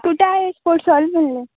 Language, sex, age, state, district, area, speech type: Marathi, female, 18-30, Maharashtra, Nanded, rural, conversation